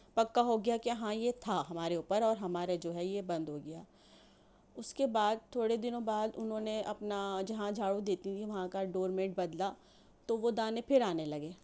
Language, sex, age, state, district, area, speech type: Urdu, female, 45-60, Delhi, New Delhi, urban, spontaneous